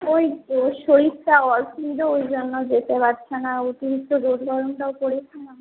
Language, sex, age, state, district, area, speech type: Bengali, female, 18-30, West Bengal, Jhargram, rural, conversation